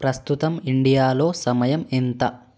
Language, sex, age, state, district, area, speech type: Telugu, male, 18-30, Telangana, Hyderabad, urban, read